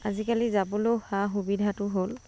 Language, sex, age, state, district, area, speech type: Assamese, female, 30-45, Assam, Dibrugarh, rural, spontaneous